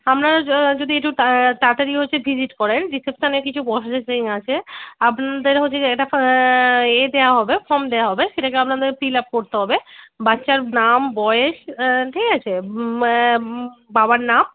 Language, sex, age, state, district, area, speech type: Bengali, female, 30-45, West Bengal, Darjeeling, rural, conversation